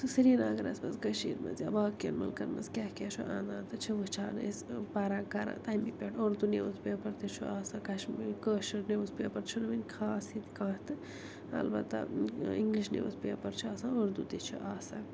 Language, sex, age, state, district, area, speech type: Kashmiri, female, 45-60, Jammu and Kashmir, Srinagar, urban, spontaneous